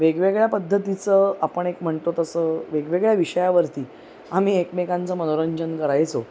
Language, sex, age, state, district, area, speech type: Marathi, female, 30-45, Maharashtra, Mumbai Suburban, urban, spontaneous